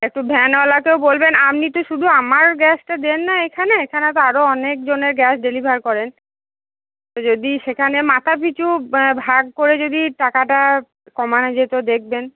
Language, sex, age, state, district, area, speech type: Bengali, female, 30-45, West Bengal, Cooch Behar, rural, conversation